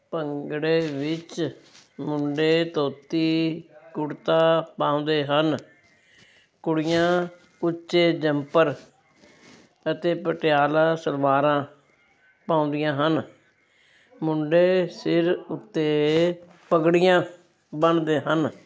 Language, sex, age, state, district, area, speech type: Punjabi, female, 60+, Punjab, Fazilka, rural, spontaneous